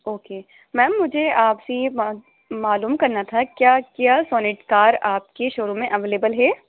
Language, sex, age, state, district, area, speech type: Urdu, female, 18-30, Delhi, East Delhi, urban, conversation